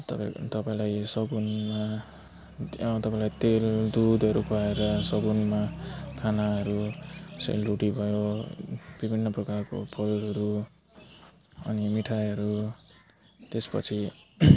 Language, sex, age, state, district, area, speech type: Nepali, male, 30-45, West Bengal, Jalpaiguri, rural, spontaneous